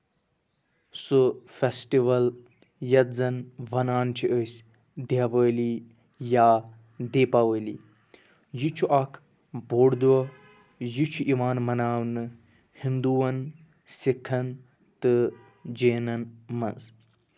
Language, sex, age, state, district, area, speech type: Kashmiri, male, 30-45, Jammu and Kashmir, Anantnag, rural, spontaneous